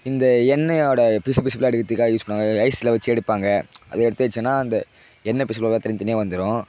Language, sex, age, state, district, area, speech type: Tamil, male, 18-30, Tamil Nadu, Tiruvannamalai, urban, spontaneous